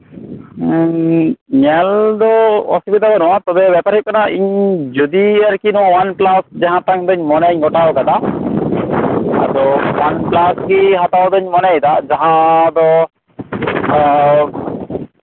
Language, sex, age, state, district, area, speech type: Santali, male, 18-30, West Bengal, Birbhum, rural, conversation